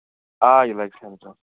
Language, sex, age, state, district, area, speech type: Kashmiri, male, 18-30, Jammu and Kashmir, Srinagar, urban, conversation